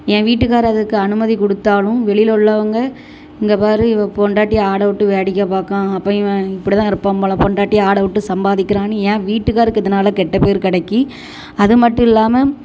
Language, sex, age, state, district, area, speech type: Tamil, female, 30-45, Tamil Nadu, Thoothukudi, rural, spontaneous